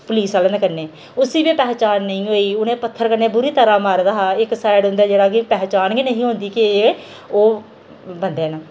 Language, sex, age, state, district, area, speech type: Dogri, female, 30-45, Jammu and Kashmir, Jammu, rural, spontaneous